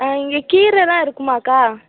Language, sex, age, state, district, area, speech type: Tamil, female, 18-30, Tamil Nadu, Madurai, urban, conversation